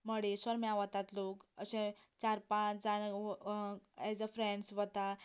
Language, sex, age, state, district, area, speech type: Goan Konkani, female, 18-30, Goa, Canacona, rural, spontaneous